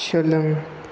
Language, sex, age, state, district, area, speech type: Bodo, male, 30-45, Assam, Chirang, rural, read